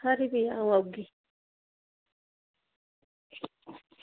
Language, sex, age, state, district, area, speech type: Dogri, female, 45-60, Jammu and Kashmir, Udhampur, rural, conversation